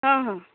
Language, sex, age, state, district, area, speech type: Marathi, female, 18-30, Maharashtra, Washim, rural, conversation